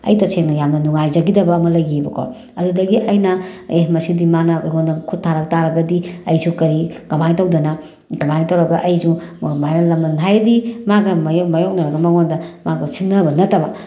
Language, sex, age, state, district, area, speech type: Manipuri, female, 30-45, Manipur, Bishnupur, rural, spontaneous